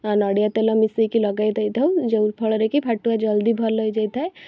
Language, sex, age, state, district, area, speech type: Odia, female, 18-30, Odisha, Cuttack, urban, spontaneous